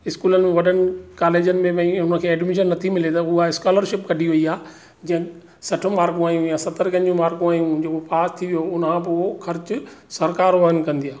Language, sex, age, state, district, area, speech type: Sindhi, male, 45-60, Maharashtra, Thane, urban, spontaneous